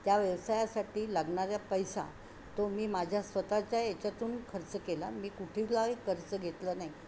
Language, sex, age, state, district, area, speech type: Marathi, female, 60+, Maharashtra, Yavatmal, urban, spontaneous